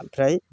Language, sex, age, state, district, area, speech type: Bodo, male, 60+, Assam, Chirang, rural, spontaneous